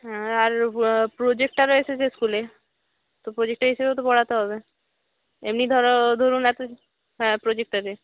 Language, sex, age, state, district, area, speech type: Bengali, female, 30-45, West Bengal, Bankura, urban, conversation